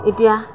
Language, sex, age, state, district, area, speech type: Assamese, female, 45-60, Assam, Morigaon, rural, spontaneous